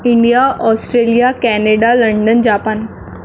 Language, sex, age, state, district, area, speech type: Marathi, female, 18-30, Maharashtra, Nagpur, urban, spontaneous